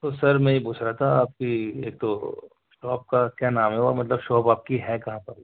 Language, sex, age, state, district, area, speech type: Urdu, male, 30-45, Delhi, Central Delhi, urban, conversation